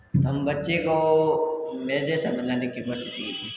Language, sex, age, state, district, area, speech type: Hindi, male, 18-30, Rajasthan, Jodhpur, urban, spontaneous